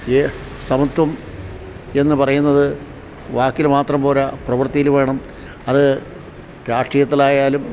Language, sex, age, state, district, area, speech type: Malayalam, male, 60+, Kerala, Idukki, rural, spontaneous